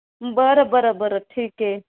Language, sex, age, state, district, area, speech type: Marathi, female, 30-45, Maharashtra, Nanded, urban, conversation